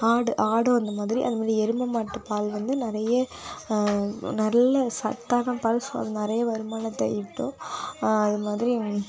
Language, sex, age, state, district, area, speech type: Tamil, female, 18-30, Tamil Nadu, Nagapattinam, rural, spontaneous